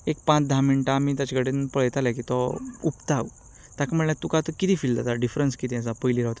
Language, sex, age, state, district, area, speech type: Goan Konkani, male, 30-45, Goa, Canacona, rural, spontaneous